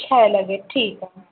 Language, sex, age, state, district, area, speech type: Sindhi, female, 18-30, Uttar Pradesh, Lucknow, urban, conversation